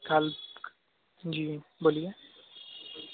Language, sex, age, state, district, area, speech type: Urdu, male, 18-30, Uttar Pradesh, Shahjahanpur, urban, conversation